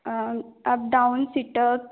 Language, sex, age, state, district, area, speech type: Hindi, female, 18-30, Madhya Pradesh, Balaghat, rural, conversation